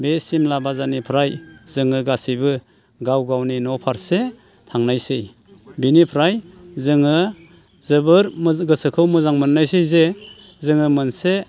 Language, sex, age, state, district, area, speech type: Bodo, male, 60+, Assam, Baksa, urban, spontaneous